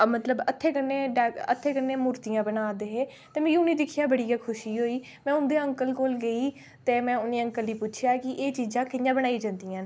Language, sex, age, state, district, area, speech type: Dogri, female, 18-30, Jammu and Kashmir, Reasi, rural, spontaneous